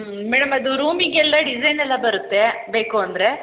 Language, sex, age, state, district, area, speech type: Kannada, female, 30-45, Karnataka, Hassan, urban, conversation